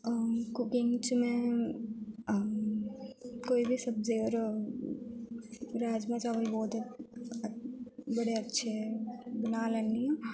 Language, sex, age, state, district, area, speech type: Dogri, female, 18-30, Jammu and Kashmir, Jammu, rural, spontaneous